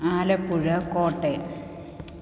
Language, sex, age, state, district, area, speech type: Malayalam, female, 45-60, Kerala, Thiruvananthapuram, urban, spontaneous